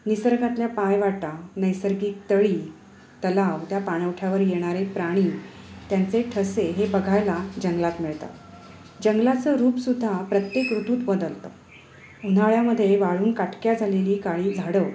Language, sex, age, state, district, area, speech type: Marathi, female, 30-45, Maharashtra, Sangli, urban, spontaneous